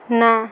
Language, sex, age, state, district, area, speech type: Odia, female, 18-30, Odisha, Subarnapur, urban, read